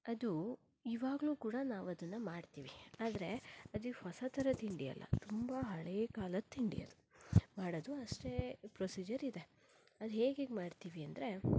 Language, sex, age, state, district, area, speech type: Kannada, female, 30-45, Karnataka, Shimoga, rural, spontaneous